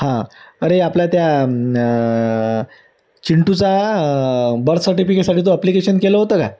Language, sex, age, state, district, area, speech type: Marathi, male, 30-45, Maharashtra, Amravati, rural, spontaneous